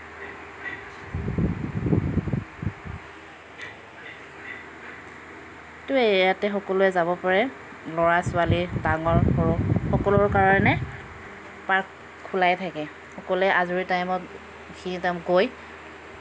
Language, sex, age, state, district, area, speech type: Assamese, female, 18-30, Assam, Kamrup Metropolitan, urban, spontaneous